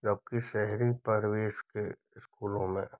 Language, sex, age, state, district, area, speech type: Hindi, male, 30-45, Rajasthan, Karauli, rural, spontaneous